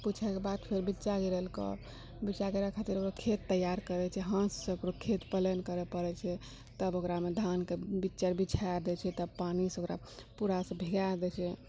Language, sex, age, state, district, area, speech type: Maithili, female, 18-30, Bihar, Purnia, rural, spontaneous